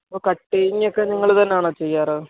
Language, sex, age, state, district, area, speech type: Malayalam, male, 30-45, Kerala, Alappuzha, rural, conversation